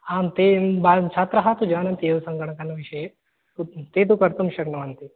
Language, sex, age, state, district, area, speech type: Sanskrit, male, 18-30, Rajasthan, Jaipur, urban, conversation